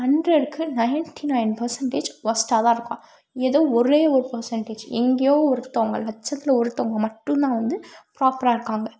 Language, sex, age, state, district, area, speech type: Tamil, female, 18-30, Tamil Nadu, Tiruppur, rural, spontaneous